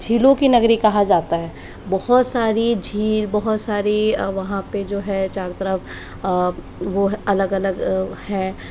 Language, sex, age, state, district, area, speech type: Hindi, female, 60+, Rajasthan, Jaipur, urban, spontaneous